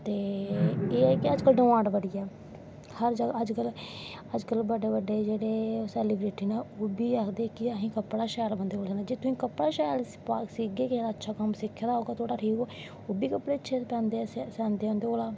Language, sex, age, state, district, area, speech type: Dogri, female, 18-30, Jammu and Kashmir, Samba, rural, spontaneous